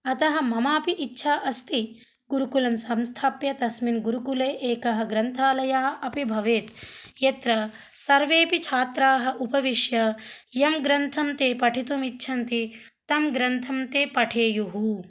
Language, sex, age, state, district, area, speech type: Sanskrit, female, 30-45, Telangana, Ranga Reddy, urban, spontaneous